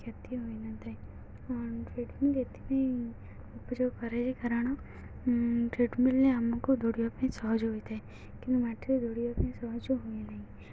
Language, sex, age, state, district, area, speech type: Odia, female, 18-30, Odisha, Sundergarh, urban, spontaneous